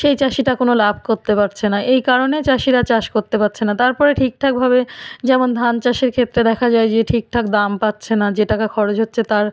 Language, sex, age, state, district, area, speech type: Bengali, female, 45-60, West Bengal, South 24 Parganas, rural, spontaneous